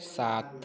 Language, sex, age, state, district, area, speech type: Hindi, male, 18-30, Uttar Pradesh, Chandauli, rural, read